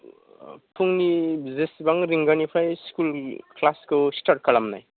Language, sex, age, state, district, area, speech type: Bodo, male, 30-45, Assam, Kokrajhar, rural, conversation